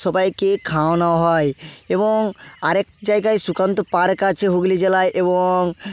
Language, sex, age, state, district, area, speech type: Bengali, male, 18-30, West Bengal, Hooghly, urban, spontaneous